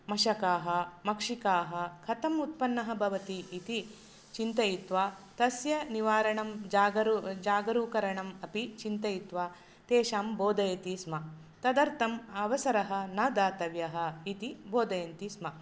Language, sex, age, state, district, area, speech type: Sanskrit, female, 45-60, Karnataka, Dakshina Kannada, rural, spontaneous